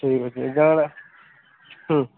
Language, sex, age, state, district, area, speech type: Odia, male, 30-45, Odisha, Sambalpur, rural, conversation